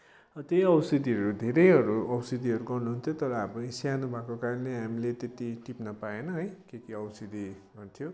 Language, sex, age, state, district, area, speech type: Nepali, male, 18-30, West Bengal, Kalimpong, rural, spontaneous